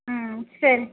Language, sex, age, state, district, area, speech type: Tamil, female, 30-45, Tamil Nadu, Dharmapuri, rural, conversation